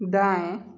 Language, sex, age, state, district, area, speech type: Hindi, male, 18-30, Uttar Pradesh, Sonbhadra, rural, read